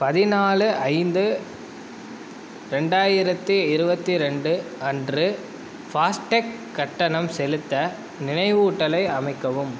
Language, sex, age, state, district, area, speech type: Tamil, male, 18-30, Tamil Nadu, Sivaganga, rural, read